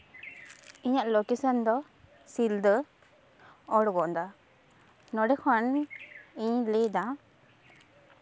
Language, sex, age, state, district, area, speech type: Santali, female, 18-30, West Bengal, Jhargram, rural, spontaneous